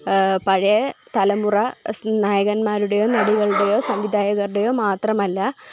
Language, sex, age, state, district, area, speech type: Malayalam, female, 18-30, Kerala, Kollam, rural, spontaneous